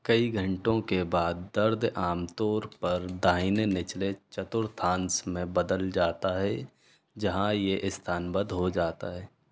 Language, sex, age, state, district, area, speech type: Hindi, male, 18-30, Madhya Pradesh, Bhopal, urban, read